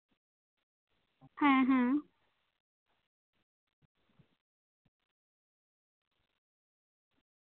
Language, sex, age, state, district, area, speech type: Santali, female, 18-30, West Bengal, Bankura, rural, conversation